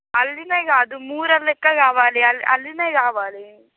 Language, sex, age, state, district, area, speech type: Telugu, female, 45-60, Andhra Pradesh, Srikakulam, rural, conversation